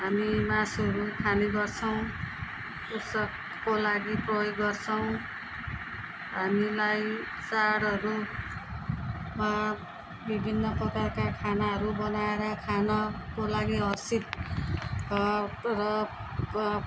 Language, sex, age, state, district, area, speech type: Nepali, female, 45-60, West Bengal, Darjeeling, rural, spontaneous